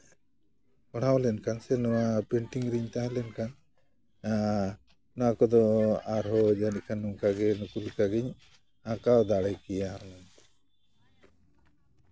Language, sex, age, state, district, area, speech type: Santali, male, 60+, West Bengal, Jhargram, rural, spontaneous